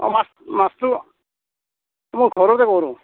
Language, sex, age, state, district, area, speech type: Assamese, male, 45-60, Assam, Barpeta, rural, conversation